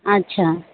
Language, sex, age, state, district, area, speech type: Bengali, female, 30-45, West Bengal, Alipurduar, rural, conversation